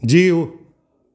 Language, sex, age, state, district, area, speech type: Sindhi, male, 60+, Gujarat, Junagadh, rural, read